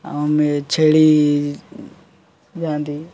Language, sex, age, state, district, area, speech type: Odia, male, 18-30, Odisha, Jagatsinghpur, urban, spontaneous